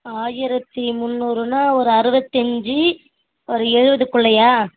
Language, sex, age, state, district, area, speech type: Tamil, female, 18-30, Tamil Nadu, Chennai, urban, conversation